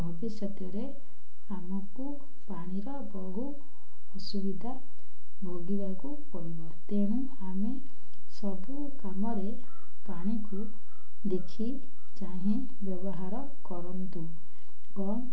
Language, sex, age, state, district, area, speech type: Odia, female, 60+, Odisha, Ganjam, urban, spontaneous